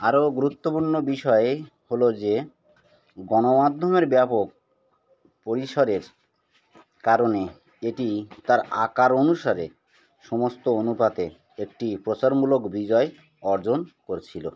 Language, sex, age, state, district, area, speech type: Bengali, male, 45-60, West Bengal, Birbhum, urban, read